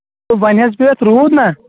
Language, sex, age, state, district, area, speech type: Kashmiri, male, 18-30, Jammu and Kashmir, Anantnag, rural, conversation